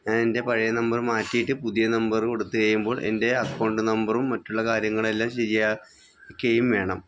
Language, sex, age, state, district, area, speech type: Malayalam, male, 60+, Kerala, Wayanad, rural, spontaneous